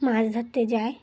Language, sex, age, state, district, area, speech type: Bengali, female, 30-45, West Bengal, Dakshin Dinajpur, urban, spontaneous